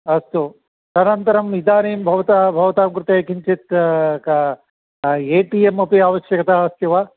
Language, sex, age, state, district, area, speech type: Sanskrit, male, 60+, Andhra Pradesh, Visakhapatnam, urban, conversation